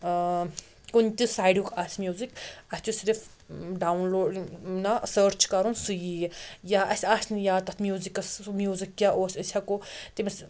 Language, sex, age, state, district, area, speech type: Kashmiri, female, 30-45, Jammu and Kashmir, Srinagar, urban, spontaneous